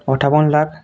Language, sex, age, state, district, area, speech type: Odia, male, 18-30, Odisha, Bargarh, rural, spontaneous